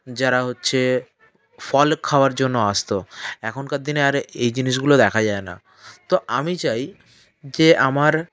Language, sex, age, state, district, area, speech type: Bengali, male, 30-45, West Bengal, South 24 Parganas, rural, spontaneous